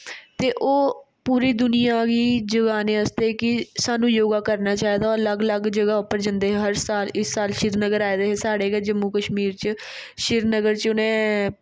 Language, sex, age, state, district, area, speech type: Dogri, female, 18-30, Jammu and Kashmir, Jammu, urban, spontaneous